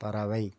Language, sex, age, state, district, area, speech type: Tamil, male, 45-60, Tamil Nadu, Nilgiris, rural, read